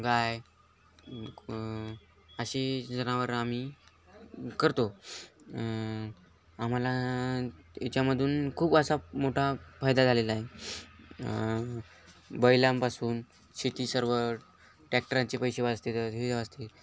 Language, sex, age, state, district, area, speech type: Marathi, male, 18-30, Maharashtra, Hingoli, urban, spontaneous